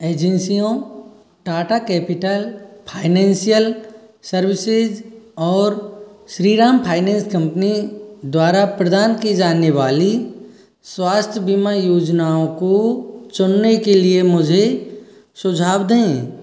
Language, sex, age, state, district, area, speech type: Hindi, male, 18-30, Rajasthan, Karauli, rural, read